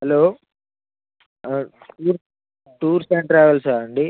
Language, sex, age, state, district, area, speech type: Telugu, male, 18-30, Telangana, Nalgonda, rural, conversation